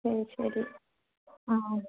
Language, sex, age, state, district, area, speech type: Malayalam, female, 18-30, Kerala, Kannur, rural, conversation